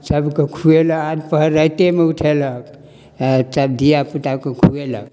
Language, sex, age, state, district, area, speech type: Maithili, male, 60+, Bihar, Darbhanga, rural, spontaneous